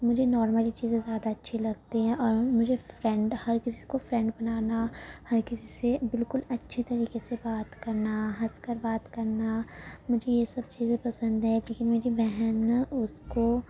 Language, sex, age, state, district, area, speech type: Urdu, female, 18-30, Uttar Pradesh, Gautam Buddha Nagar, urban, spontaneous